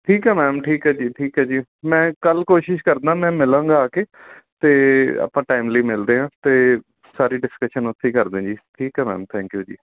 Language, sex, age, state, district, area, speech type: Punjabi, male, 30-45, Punjab, Amritsar, urban, conversation